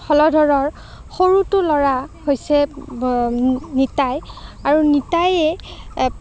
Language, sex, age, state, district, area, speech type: Assamese, female, 30-45, Assam, Nagaon, rural, spontaneous